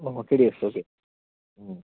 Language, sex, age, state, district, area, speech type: Telugu, male, 45-60, Telangana, Peddapalli, urban, conversation